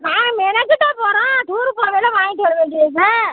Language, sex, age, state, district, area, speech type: Tamil, female, 60+, Tamil Nadu, Tiruppur, rural, conversation